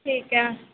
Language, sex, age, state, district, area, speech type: Punjabi, female, 18-30, Punjab, Shaheed Bhagat Singh Nagar, urban, conversation